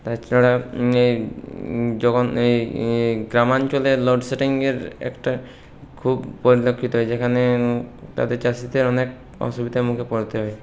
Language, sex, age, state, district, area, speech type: Bengali, male, 30-45, West Bengal, Purulia, urban, spontaneous